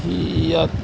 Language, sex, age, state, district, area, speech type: Urdu, male, 45-60, Bihar, Saharsa, rural, spontaneous